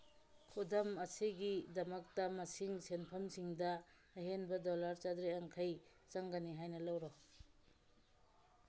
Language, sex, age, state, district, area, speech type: Manipuri, female, 60+, Manipur, Churachandpur, urban, read